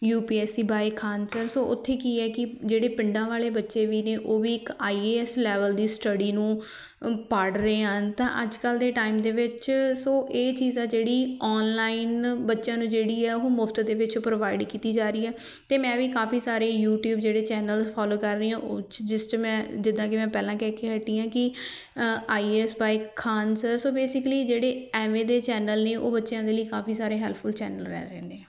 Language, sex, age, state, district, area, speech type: Punjabi, female, 18-30, Punjab, Fatehgarh Sahib, rural, spontaneous